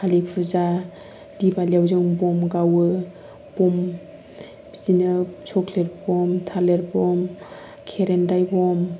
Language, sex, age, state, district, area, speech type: Bodo, female, 18-30, Assam, Kokrajhar, urban, spontaneous